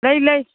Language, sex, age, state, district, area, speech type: Manipuri, female, 60+, Manipur, Imphal East, rural, conversation